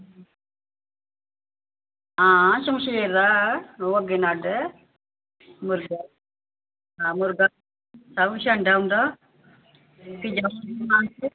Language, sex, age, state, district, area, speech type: Dogri, female, 30-45, Jammu and Kashmir, Samba, rural, conversation